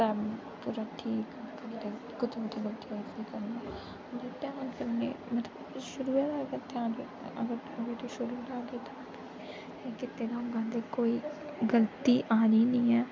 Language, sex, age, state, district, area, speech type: Dogri, female, 18-30, Jammu and Kashmir, Jammu, urban, spontaneous